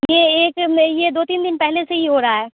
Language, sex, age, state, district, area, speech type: Urdu, female, 18-30, Bihar, Khagaria, rural, conversation